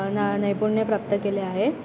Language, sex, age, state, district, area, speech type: Marathi, female, 18-30, Maharashtra, Ratnagiri, rural, spontaneous